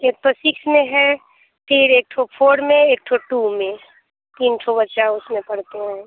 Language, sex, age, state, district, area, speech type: Hindi, female, 30-45, Bihar, Muzaffarpur, rural, conversation